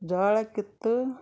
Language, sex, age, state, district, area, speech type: Kannada, female, 60+, Karnataka, Gadag, urban, spontaneous